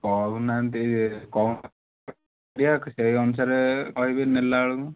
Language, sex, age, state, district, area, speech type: Odia, male, 18-30, Odisha, Kalahandi, rural, conversation